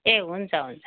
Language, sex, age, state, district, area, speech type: Nepali, female, 60+, West Bengal, Jalpaiguri, rural, conversation